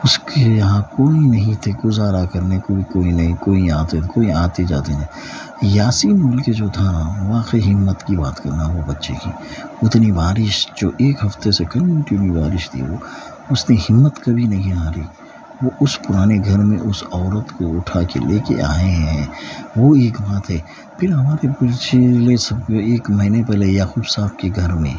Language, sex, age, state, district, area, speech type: Urdu, male, 45-60, Telangana, Hyderabad, urban, spontaneous